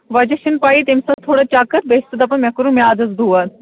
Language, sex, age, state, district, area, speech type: Kashmiri, female, 18-30, Jammu and Kashmir, Kupwara, rural, conversation